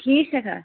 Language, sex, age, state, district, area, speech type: Kashmiri, female, 45-60, Jammu and Kashmir, Srinagar, urban, conversation